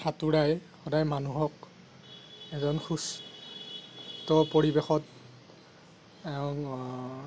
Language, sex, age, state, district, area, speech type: Assamese, male, 30-45, Assam, Darrang, rural, spontaneous